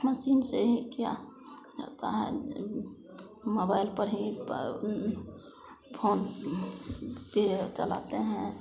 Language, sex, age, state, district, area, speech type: Hindi, female, 30-45, Bihar, Madhepura, rural, spontaneous